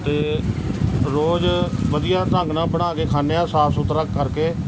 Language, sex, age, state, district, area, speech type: Punjabi, male, 45-60, Punjab, Gurdaspur, urban, spontaneous